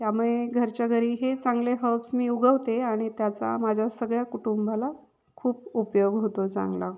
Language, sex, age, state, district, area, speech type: Marathi, female, 30-45, Maharashtra, Nashik, urban, spontaneous